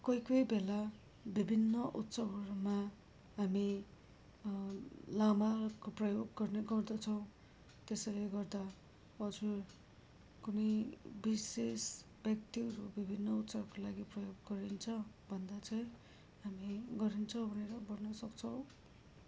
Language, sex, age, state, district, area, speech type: Nepali, female, 45-60, West Bengal, Darjeeling, rural, spontaneous